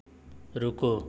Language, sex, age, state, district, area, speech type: Hindi, male, 30-45, Uttar Pradesh, Azamgarh, rural, read